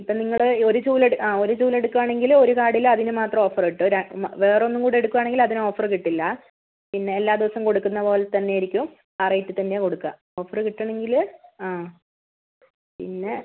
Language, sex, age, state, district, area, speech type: Malayalam, female, 45-60, Kerala, Wayanad, rural, conversation